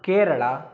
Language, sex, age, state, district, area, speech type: Kannada, male, 18-30, Karnataka, Tumkur, rural, spontaneous